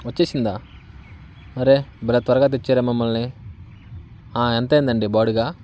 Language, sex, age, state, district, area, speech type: Telugu, male, 30-45, Andhra Pradesh, Bapatla, urban, spontaneous